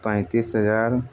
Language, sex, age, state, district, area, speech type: Maithili, male, 45-60, Bihar, Sitamarhi, rural, spontaneous